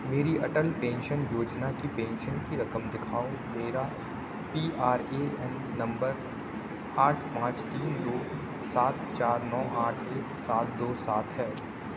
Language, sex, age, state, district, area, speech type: Urdu, male, 18-30, Uttar Pradesh, Aligarh, urban, read